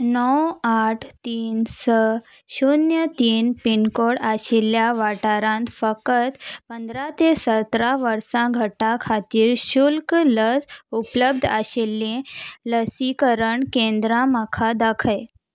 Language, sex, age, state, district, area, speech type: Goan Konkani, female, 18-30, Goa, Salcete, rural, read